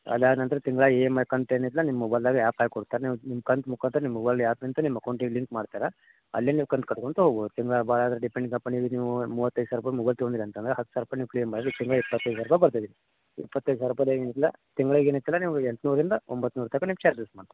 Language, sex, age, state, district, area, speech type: Kannada, male, 30-45, Karnataka, Vijayapura, rural, conversation